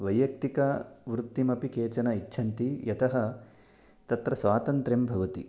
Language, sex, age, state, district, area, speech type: Sanskrit, male, 30-45, Karnataka, Chikkamagaluru, rural, spontaneous